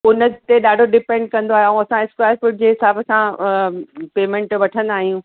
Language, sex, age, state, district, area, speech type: Sindhi, female, 18-30, Uttar Pradesh, Lucknow, urban, conversation